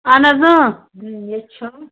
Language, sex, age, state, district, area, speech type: Kashmiri, female, 30-45, Jammu and Kashmir, Budgam, rural, conversation